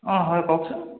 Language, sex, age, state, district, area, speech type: Assamese, male, 18-30, Assam, Sonitpur, rural, conversation